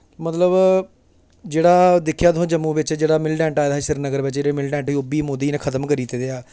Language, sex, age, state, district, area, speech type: Dogri, male, 18-30, Jammu and Kashmir, Samba, rural, spontaneous